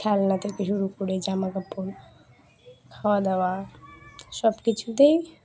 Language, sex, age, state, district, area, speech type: Bengali, female, 18-30, West Bengal, Dakshin Dinajpur, urban, spontaneous